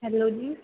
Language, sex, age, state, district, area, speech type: Punjabi, female, 18-30, Punjab, Muktsar, urban, conversation